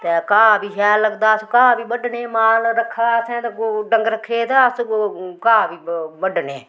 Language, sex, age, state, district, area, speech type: Dogri, female, 45-60, Jammu and Kashmir, Udhampur, rural, spontaneous